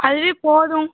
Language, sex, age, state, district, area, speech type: Tamil, female, 18-30, Tamil Nadu, Thoothukudi, rural, conversation